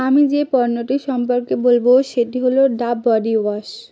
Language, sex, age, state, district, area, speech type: Bengali, female, 30-45, West Bengal, South 24 Parganas, rural, spontaneous